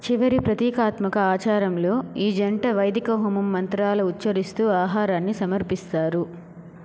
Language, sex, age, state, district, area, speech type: Telugu, female, 30-45, Andhra Pradesh, Chittoor, urban, read